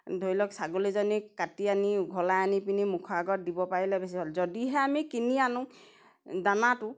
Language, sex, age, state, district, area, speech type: Assamese, female, 45-60, Assam, Golaghat, rural, spontaneous